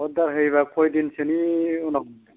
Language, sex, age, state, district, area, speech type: Bodo, male, 45-60, Assam, Kokrajhar, rural, conversation